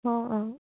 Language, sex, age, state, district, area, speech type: Assamese, female, 18-30, Assam, Dibrugarh, rural, conversation